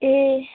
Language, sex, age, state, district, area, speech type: Nepali, female, 18-30, West Bengal, Jalpaiguri, urban, conversation